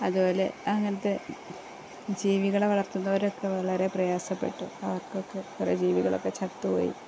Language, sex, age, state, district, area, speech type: Malayalam, female, 45-60, Kerala, Kozhikode, rural, spontaneous